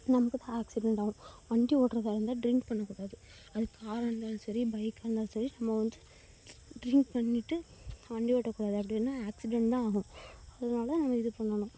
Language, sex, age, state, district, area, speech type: Tamil, female, 18-30, Tamil Nadu, Thoothukudi, rural, spontaneous